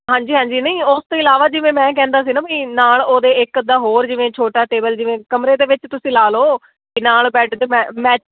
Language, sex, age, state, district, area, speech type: Punjabi, female, 18-30, Punjab, Fazilka, rural, conversation